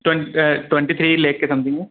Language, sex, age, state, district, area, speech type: Hindi, male, 18-30, Madhya Pradesh, Ujjain, urban, conversation